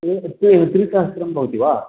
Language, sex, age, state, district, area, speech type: Sanskrit, male, 45-60, Karnataka, Dakshina Kannada, rural, conversation